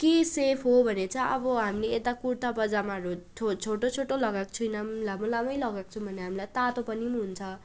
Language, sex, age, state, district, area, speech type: Nepali, female, 18-30, West Bengal, Darjeeling, rural, spontaneous